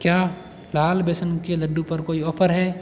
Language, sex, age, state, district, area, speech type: Hindi, male, 18-30, Rajasthan, Jodhpur, urban, read